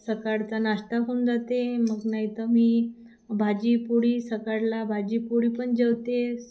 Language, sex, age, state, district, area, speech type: Marathi, female, 30-45, Maharashtra, Thane, urban, spontaneous